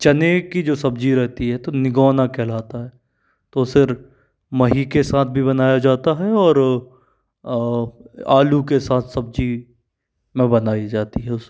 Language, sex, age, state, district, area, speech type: Hindi, male, 45-60, Madhya Pradesh, Bhopal, urban, spontaneous